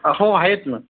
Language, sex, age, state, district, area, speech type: Marathi, male, 30-45, Maharashtra, Nanded, urban, conversation